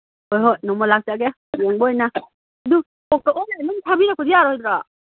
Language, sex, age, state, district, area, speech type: Manipuri, female, 60+, Manipur, Kangpokpi, urban, conversation